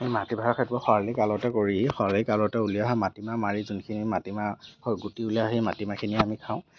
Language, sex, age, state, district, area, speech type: Assamese, male, 18-30, Assam, Lakhimpur, rural, spontaneous